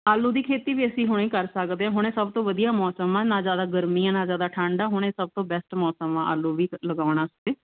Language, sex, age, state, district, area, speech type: Punjabi, female, 18-30, Punjab, Muktsar, urban, conversation